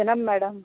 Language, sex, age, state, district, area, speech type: Telugu, female, 60+, Andhra Pradesh, Kadapa, rural, conversation